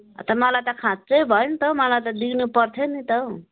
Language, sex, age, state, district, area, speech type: Nepali, female, 45-60, West Bengal, Darjeeling, rural, conversation